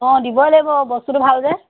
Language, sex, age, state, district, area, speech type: Assamese, female, 30-45, Assam, Golaghat, rural, conversation